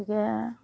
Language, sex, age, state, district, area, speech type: Assamese, female, 60+, Assam, Darrang, rural, spontaneous